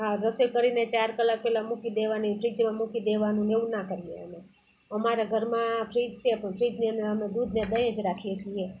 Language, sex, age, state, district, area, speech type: Gujarati, female, 60+, Gujarat, Junagadh, rural, spontaneous